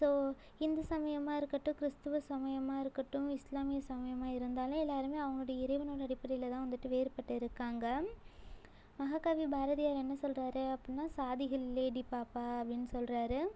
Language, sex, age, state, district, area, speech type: Tamil, female, 18-30, Tamil Nadu, Ariyalur, rural, spontaneous